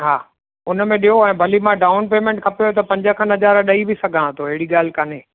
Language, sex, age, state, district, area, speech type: Sindhi, male, 45-60, Gujarat, Kutch, urban, conversation